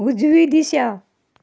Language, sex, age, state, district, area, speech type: Goan Konkani, female, 60+, Goa, Ponda, rural, read